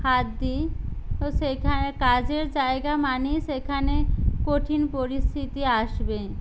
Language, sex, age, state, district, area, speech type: Bengali, other, 45-60, West Bengal, Jhargram, rural, spontaneous